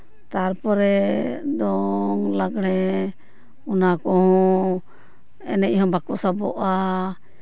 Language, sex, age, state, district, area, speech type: Santali, female, 45-60, West Bengal, Purba Bardhaman, rural, spontaneous